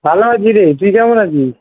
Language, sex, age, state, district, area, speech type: Bengali, male, 18-30, West Bengal, South 24 Parganas, urban, conversation